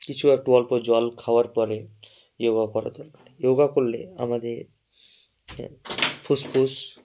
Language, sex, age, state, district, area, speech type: Bengali, male, 18-30, West Bengal, Murshidabad, urban, spontaneous